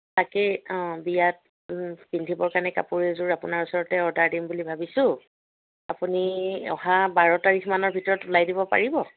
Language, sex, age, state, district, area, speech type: Assamese, female, 60+, Assam, Dibrugarh, rural, conversation